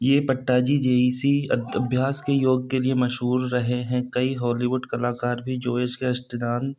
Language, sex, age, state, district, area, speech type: Hindi, male, 18-30, Madhya Pradesh, Bhopal, urban, spontaneous